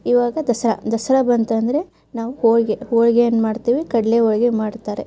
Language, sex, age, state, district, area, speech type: Kannada, female, 30-45, Karnataka, Gadag, rural, spontaneous